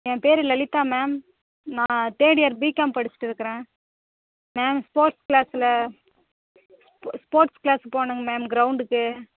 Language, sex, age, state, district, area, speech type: Tamil, female, 18-30, Tamil Nadu, Kallakurichi, rural, conversation